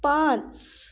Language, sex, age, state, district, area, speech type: Marathi, female, 18-30, Maharashtra, Akola, rural, read